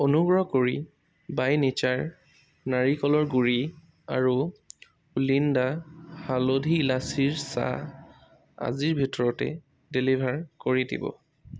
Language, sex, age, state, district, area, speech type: Assamese, male, 18-30, Assam, Tinsukia, rural, read